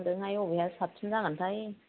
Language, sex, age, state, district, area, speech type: Bodo, female, 30-45, Assam, Kokrajhar, rural, conversation